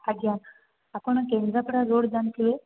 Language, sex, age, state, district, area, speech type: Odia, female, 18-30, Odisha, Kendrapara, urban, conversation